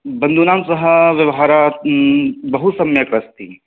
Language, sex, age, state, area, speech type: Sanskrit, male, 18-30, Haryana, rural, conversation